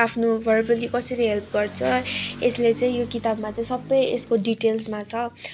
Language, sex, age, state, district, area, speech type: Nepali, female, 18-30, West Bengal, Kalimpong, rural, spontaneous